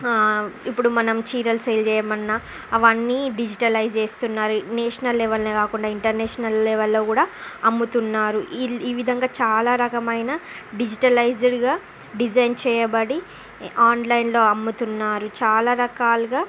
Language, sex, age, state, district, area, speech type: Telugu, female, 30-45, Andhra Pradesh, Srikakulam, urban, spontaneous